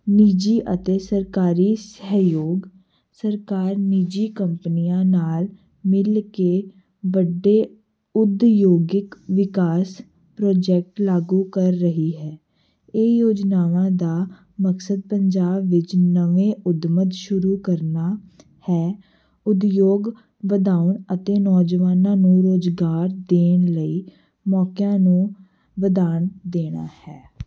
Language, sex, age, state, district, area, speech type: Punjabi, female, 18-30, Punjab, Hoshiarpur, urban, spontaneous